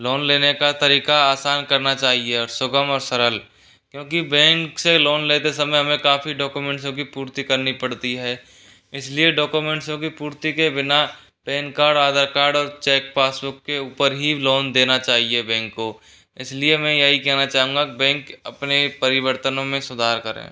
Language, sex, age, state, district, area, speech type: Hindi, male, 18-30, Rajasthan, Jodhpur, rural, spontaneous